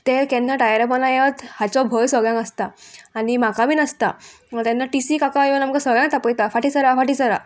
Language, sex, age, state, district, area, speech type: Goan Konkani, female, 18-30, Goa, Murmgao, urban, spontaneous